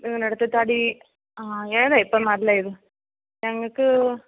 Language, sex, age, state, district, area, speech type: Malayalam, female, 30-45, Kerala, Kottayam, urban, conversation